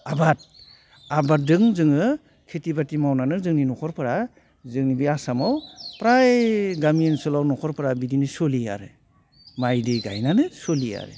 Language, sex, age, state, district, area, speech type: Bodo, male, 60+, Assam, Udalguri, urban, spontaneous